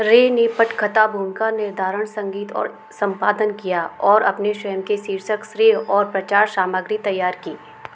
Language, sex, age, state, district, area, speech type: Hindi, female, 30-45, Madhya Pradesh, Gwalior, urban, read